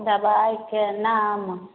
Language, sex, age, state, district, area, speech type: Maithili, female, 30-45, Bihar, Samastipur, rural, conversation